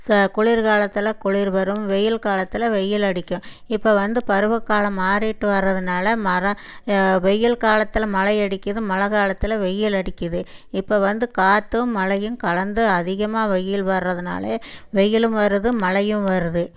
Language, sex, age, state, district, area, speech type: Tamil, female, 60+, Tamil Nadu, Erode, urban, spontaneous